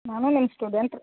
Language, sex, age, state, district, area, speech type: Kannada, female, 60+, Karnataka, Belgaum, rural, conversation